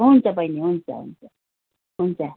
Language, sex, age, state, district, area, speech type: Nepali, female, 45-60, West Bengal, Darjeeling, rural, conversation